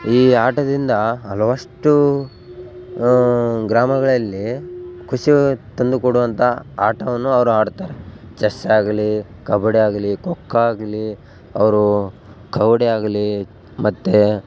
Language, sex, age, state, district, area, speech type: Kannada, male, 18-30, Karnataka, Bellary, rural, spontaneous